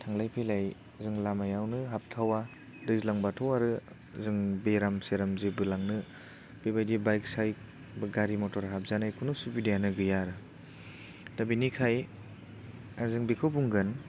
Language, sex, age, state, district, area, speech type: Bodo, male, 18-30, Assam, Baksa, rural, spontaneous